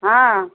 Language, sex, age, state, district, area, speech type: Odia, female, 45-60, Odisha, Angul, rural, conversation